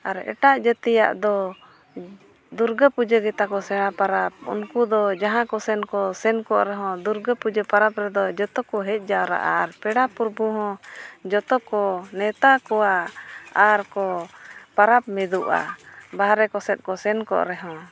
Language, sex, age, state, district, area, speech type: Santali, female, 30-45, Jharkhand, East Singhbhum, rural, spontaneous